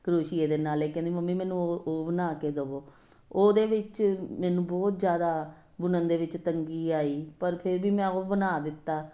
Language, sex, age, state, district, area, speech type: Punjabi, female, 45-60, Punjab, Jalandhar, urban, spontaneous